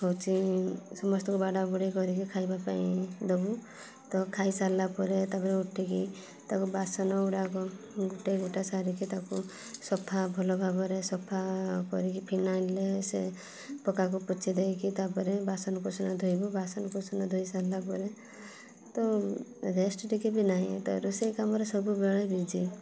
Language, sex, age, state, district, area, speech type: Odia, female, 18-30, Odisha, Mayurbhanj, rural, spontaneous